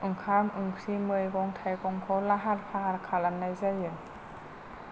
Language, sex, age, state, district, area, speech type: Bodo, female, 18-30, Assam, Kokrajhar, rural, spontaneous